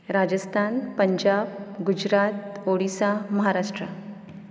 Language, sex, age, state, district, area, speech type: Goan Konkani, female, 30-45, Goa, Ponda, rural, spontaneous